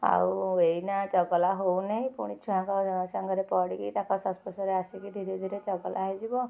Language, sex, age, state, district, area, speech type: Odia, female, 45-60, Odisha, Kendujhar, urban, spontaneous